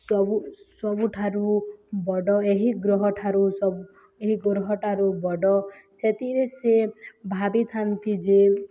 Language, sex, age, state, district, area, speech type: Odia, female, 18-30, Odisha, Balangir, urban, spontaneous